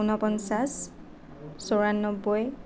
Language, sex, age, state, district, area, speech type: Assamese, female, 18-30, Assam, Nalbari, rural, spontaneous